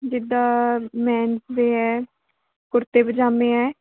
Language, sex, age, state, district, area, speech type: Punjabi, female, 18-30, Punjab, Shaheed Bhagat Singh Nagar, rural, conversation